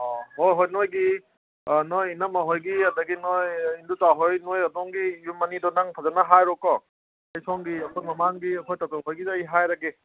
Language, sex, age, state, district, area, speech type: Manipuri, male, 30-45, Manipur, Kangpokpi, urban, conversation